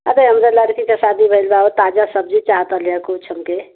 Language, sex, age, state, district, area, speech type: Hindi, female, 60+, Uttar Pradesh, Mau, urban, conversation